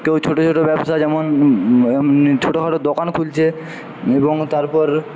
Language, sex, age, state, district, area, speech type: Bengali, male, 45-60, West Bengal, Paschim Medinipur, rural, spontaneous